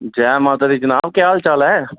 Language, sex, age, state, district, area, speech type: Dogri, male, 30-45, Jammu and Kashmir, Reasi, urban, conversation